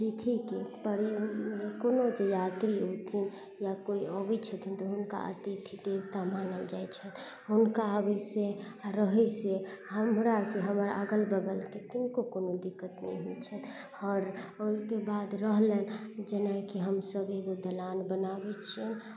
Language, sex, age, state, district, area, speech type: Maithili, female, 30-45, Bihar, Madhubani, rural, spontaneous